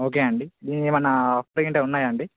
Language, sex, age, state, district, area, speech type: Telugu, male, 18-30, Telangana, Bhadradri Kothagudem, urban, conversation